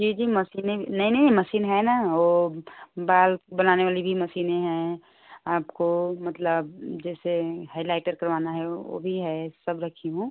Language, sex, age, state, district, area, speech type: Hindi, female, 18-30, Uttar Pradesh, Ghazipur, rural, conversation